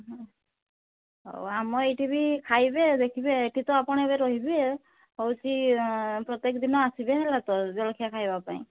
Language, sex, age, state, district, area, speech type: Odia, female, 60+, Odisha, Mayurbhanj, rural, conversation